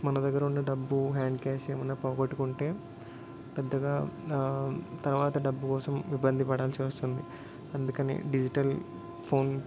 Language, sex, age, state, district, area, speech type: Telugu, male, 18-30, Telangana, Peddapalli, rural, spontaneous